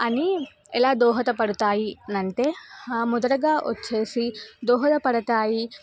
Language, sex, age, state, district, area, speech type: Telugu, female, 18-30, Telangana, Nizamabad, urban, spontaneous